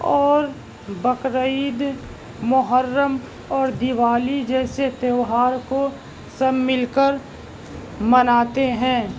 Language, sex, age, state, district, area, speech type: Urdu, male, 18-30, Uttar Pradesh, Gautam Buddha Nagar, urban, spontaneous